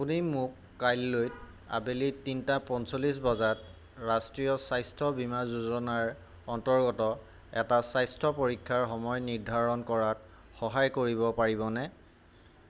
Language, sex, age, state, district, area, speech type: Assamese, male, 30-45, Assam, Golaghat, urban, read